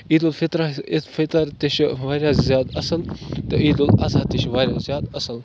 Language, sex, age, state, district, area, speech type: Kashmiri, other, 18-30, Jammu and Kashmir, Kupwara, rural, spontaneous